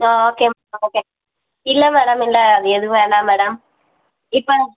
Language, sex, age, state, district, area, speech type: Tamil, female, 18-30, Tamil Nadu, Virudhunagar, rural, conversation